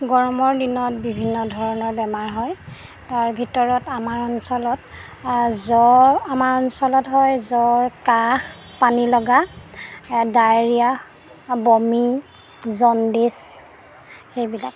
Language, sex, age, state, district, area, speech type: Assamese, female, 30-45, Assam, Golaghat, urban, spontaneous